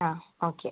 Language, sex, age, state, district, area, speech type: Malayalam, female, 18-30, Kerala, Ernakulam, rural, conversation